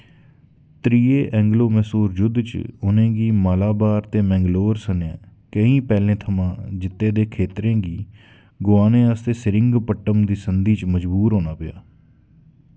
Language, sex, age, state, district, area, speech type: Dogri, male, 30-45, Jammu and Kashmir, Udhampur, rural, read